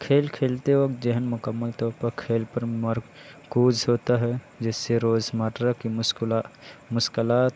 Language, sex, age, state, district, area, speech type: Urdu, male, 18-30, Uttar Pradesh, Balrampur, rural, spontaneous